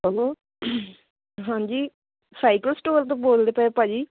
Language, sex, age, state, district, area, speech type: Punjabi, female, 18-30, Punjab, Tarn Taran, rural, conversation